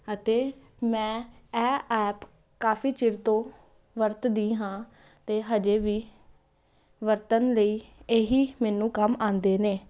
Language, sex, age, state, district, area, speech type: Punjabi, female, 18-30, Punjab, Jalandhar, urban, spontaneous